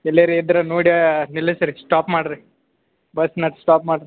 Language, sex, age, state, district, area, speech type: Kannada, male, 45-60, Karnataka, Belgaum, rural, conversation